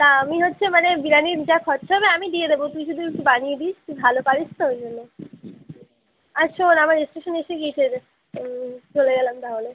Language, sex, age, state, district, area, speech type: Bengali, female, 30-45, West Bengal, Uttar Dinajpur, urban, conversation